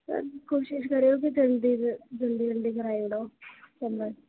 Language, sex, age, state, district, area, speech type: Dogri, female, 18-30, Jammu and Kashmir, Jammu, rural, conversation